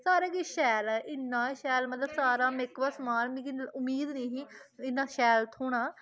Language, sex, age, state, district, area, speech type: Dogri, female, 18-30, Jammu and Kashmir, Reasi, rural, spontaneous